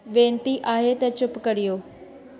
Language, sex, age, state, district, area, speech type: Sindhi, female, 18-30, Madhya Pradesh, Katni, urban, read